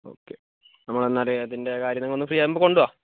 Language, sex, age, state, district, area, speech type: Malayalam, male, 18-30, Kerala, Wayanad, rural, conversation